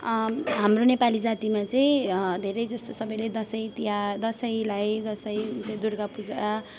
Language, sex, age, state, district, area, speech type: Nepali, female, 18-30, West Bengal, Darjeeling, rural, spontaneous